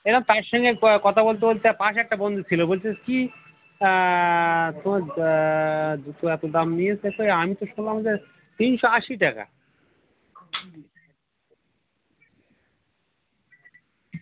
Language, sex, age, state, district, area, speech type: Bengali, male, 45-60, West Bengal, Birbhum, urban, conversation